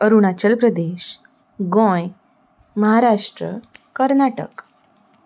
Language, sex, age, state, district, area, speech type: Goan Konkani, female, 30-45, Goa, Ponda, rural, spontaneous